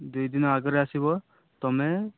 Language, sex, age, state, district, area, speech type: Odia, male, 18-30, Odisha, Malkangiri, rural, conversation